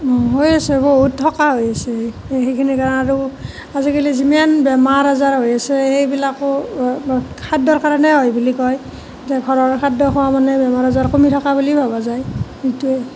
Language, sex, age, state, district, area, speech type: Assamese, female, 30-45, Assam, Nalbari, rural, spontaneous